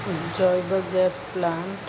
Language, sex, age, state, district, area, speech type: Odia, female, 30-45, Odisha, Ganjam, urban, spontaneous